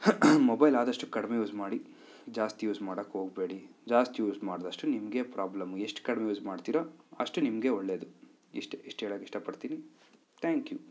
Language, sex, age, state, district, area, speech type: Kannada, male, 30-45, Karnataka, Chikkaballapur, urban, spontaneous